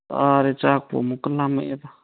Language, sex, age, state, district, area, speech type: Manipuri, male, 30-45, Manipur, Thoubal, rural, conversation